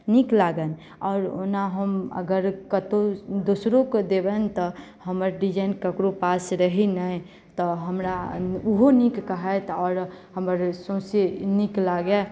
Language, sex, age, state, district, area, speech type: Maithili, female, 18-30, Bihar, Madhubani, rural, spontaneous